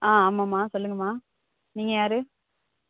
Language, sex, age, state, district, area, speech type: Tamil, female, 18-30, Tamil Nadu, Thanjavur, urban, conversation